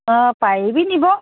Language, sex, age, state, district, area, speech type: Assamese, female, 60+, Assam, Charaideo, urban, conversation